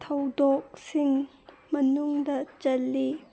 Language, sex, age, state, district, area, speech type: Manipuri, female, 30-45, Manipur, Senapati, rural, read